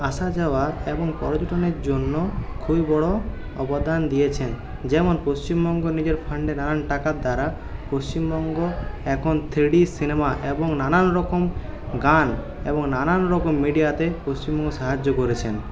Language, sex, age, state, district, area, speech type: Bengali, male, 30-45, West Bengal, Purulia, urban, spontaneous